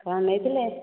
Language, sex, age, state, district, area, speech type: Odia, female, 30-45, Odisha, Dhenkanal, rural, conversation